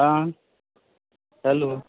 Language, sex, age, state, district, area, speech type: Goan Konkani, male, 60+, Goa, Canacona, rural, conversation